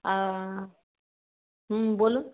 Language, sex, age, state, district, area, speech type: Bengali, female, 30-45, West Bengal, Jalpaiguri, rural, conversation